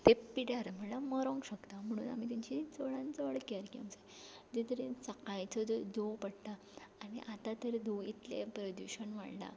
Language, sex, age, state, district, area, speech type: Goan Konkani, female, 18-30, Goa, Tiswadi, rural, spontaneous